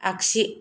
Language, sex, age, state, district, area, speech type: Bodo, female, 30-45, Assam, Kokrajhar, urban, read